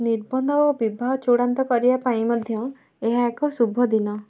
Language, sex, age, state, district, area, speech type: Odia, female, 18-30, Odisha, Kendujhar, urban, read